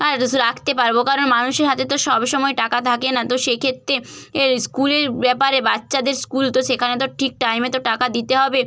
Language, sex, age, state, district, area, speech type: Bengali, female, 30-45, West Bengal, Purba Medinipur, rural, spontaneous